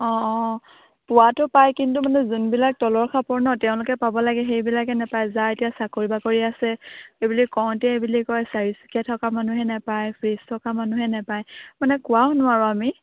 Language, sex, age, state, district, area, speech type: Assamese, female, 18-30, Assam, Sivasagar, rural, conversation